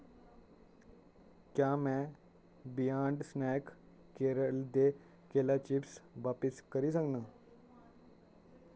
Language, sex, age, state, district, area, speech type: Dogri, male, 18-30, Jammu and Kashmir, Kathua, rural, read